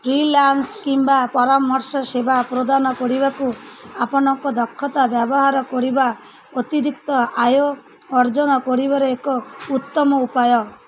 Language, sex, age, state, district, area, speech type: Odia, female, 30-45, Odisha, Malkangiri, urban, read